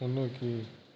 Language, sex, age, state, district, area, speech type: Tamil, male, 45-60, Tamil Nadu, Tiruvarur, rural, read